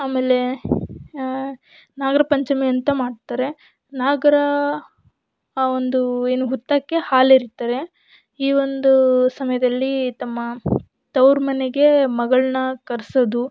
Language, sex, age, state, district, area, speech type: Kannada, female, 18-30, Karnataka, Davanagere, urban, spontaneous